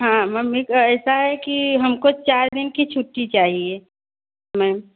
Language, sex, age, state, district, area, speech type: Hindi, female, 45-60, Uttar Pradesh, Bhadohi, urban, conversation